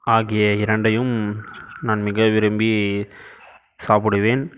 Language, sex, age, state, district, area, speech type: Tamil, male, 18-30, Tamil Nadu, Krishnagiri, rural, spontaneous